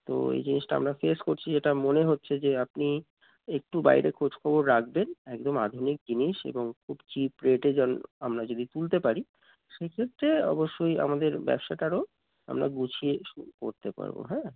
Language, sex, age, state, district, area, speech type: Bengali, male, 30-45, West Bengal, Darjeeling, urban, conversation